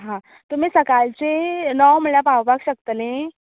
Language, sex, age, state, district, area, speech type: Goan Konkani, female, 18-30, Goa, Canacona, rural, conversation